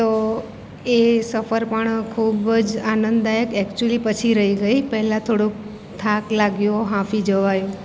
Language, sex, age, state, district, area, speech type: Gujarati, female, 45-60, Gujarat, Surat, urban, spontaneous